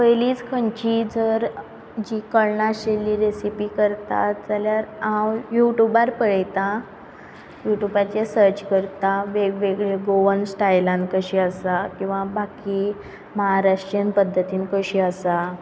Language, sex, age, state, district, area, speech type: Goan Konkani, female, 18-30, Goa, Quepem, rural, spontaneous